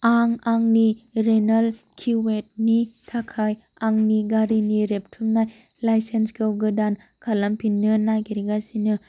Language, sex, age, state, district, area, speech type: Bodo, female, 18-30, Assam, Kokrajhar, rural, read